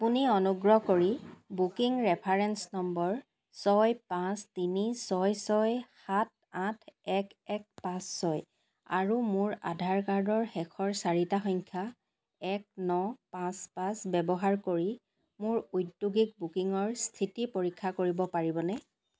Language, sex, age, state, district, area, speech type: Assamese, female, 30-45, Assam, Golaghat, rural, read